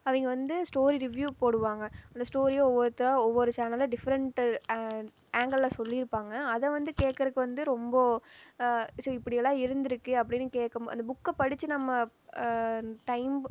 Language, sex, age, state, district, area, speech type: Tamil, female, 18-30, Tamil Nadu, Erode, rural, spontaneous